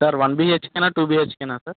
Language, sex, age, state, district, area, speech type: Telugu, male, 45-60, Andhra Pradesh, Kadapa, rural, conversation